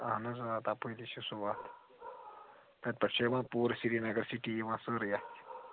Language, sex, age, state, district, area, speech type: Kashmiri, male, 18-30, Jammu and Kashmir, Srinagar, urban, conversation